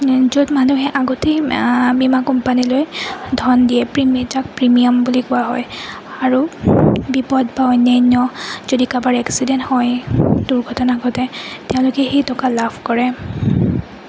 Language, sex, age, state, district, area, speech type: Assamese, female, 30-45, Assam, Goalpara, urban, spontaneous